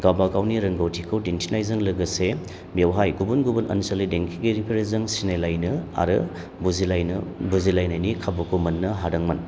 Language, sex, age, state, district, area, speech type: Bodo, male, 45-60, Assam, Baksa, urban, spontaneous